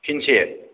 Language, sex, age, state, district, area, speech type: Bodo, male, 18-30, Assam, Kokrajhar, rural, conversation